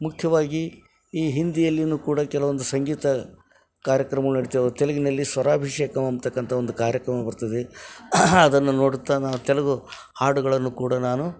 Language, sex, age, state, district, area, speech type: Kannada, male, 60+, Karnataka, Koppal, rural, spontaneous